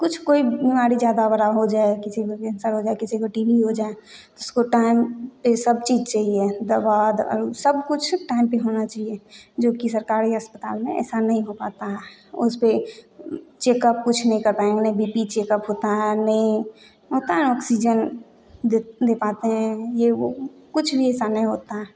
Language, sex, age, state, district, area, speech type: Hindi, female, 18-30, Bihar, Begusarai, rural, spontaneous